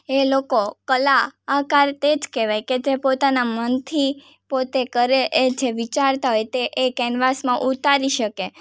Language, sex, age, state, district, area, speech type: Gujarati, female, 18-30, Gujarat, Surat, rural, spontaneous